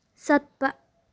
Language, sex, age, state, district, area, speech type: Manipuri, female, 30-45, Manipur, Tengnoupal, rural, read